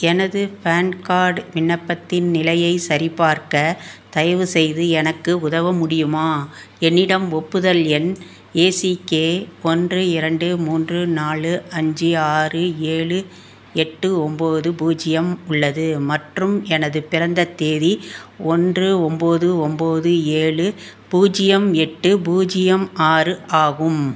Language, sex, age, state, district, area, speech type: Tamil, female, 60+, Tamil Nadu, Tiruchirappalli, rural, read